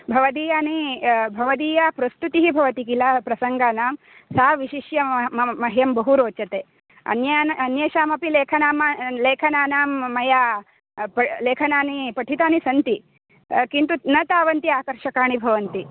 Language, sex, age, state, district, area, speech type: Sanskrit, female, 30-45, Karnataka, Uttara Kannada, urban, conversation